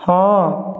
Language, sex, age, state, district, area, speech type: Odia, male, 30-45, Odisha, Puri, urban, read